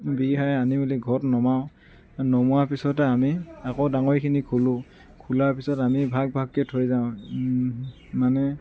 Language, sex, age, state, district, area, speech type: Assamese, male, 30-45, Assam, Tinsukia, rural, spontaneous